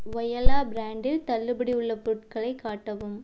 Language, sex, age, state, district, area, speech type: Tamil, female, 18-30, Tamil Nadu, Erode, rural, read